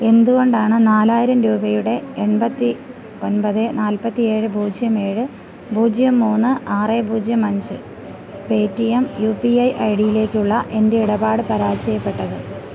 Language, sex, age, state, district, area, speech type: Malayalam, female, 30-45, Kerala, Thiruvananthapuram, rural, read